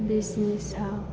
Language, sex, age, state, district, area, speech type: Bodo, female, 18-30, Assam, Chirang, urban, spontaneous